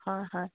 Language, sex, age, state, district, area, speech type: Assamese, female, 30-45, Assam, Dibrugarh, rural, conversation